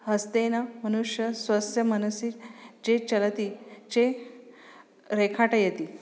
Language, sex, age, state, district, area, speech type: Sanskrit, female, 45-60, Maharashtra, Nagpur, urban, spontaneous